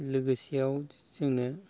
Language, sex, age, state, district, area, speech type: Bodo, male, 45-60, Assam, Baksa, rural, spontaneous